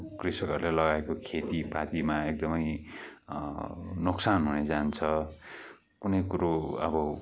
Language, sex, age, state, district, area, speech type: Nepali, male, 45-60, West Bengal, Kalimpong, rural, spontaneous